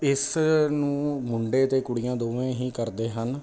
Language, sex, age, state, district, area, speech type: Punjabi, male, 30-45, Punjab, Jalandhar, urban, spontaneous